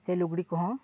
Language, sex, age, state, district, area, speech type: Santali, male, 18-30, West Bengal, Purba Bardhaman, rural, spontaneous